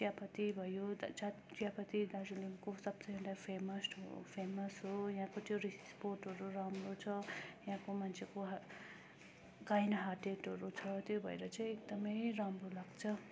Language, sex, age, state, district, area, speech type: Nepali, female, 18-30, West Bengal, Darjeeling, rural, spontaneous